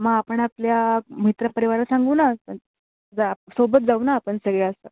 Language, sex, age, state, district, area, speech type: Marathi, female, 18-30, Maharashtra, Raigad, rural, conversation